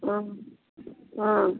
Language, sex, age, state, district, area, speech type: Tamil, female, 60+, Tamil Nadu, Namakkal, rural, conversation